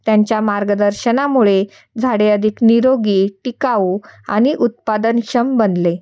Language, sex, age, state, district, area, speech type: Marathi, female, 30-45, Maharashtra, Nashik, urban, spontaneous